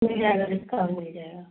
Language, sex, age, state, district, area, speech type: Hindi, female, 30-45, Madhya Pradesh, Gwalior, rural, conversation